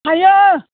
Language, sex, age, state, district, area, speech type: Bodo, female, 60+, Assam, Chirang, rural, conversation